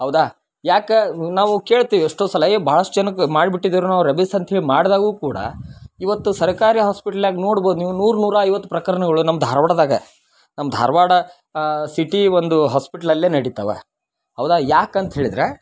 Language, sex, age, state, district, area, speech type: Kannada, male, 30-45, Karnataka, Dharwad, rural, spontaneous